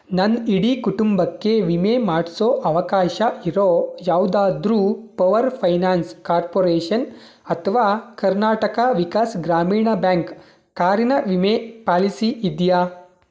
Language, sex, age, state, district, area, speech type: Kannada, male, 18-30, Karnataka, Tumkur, urban, read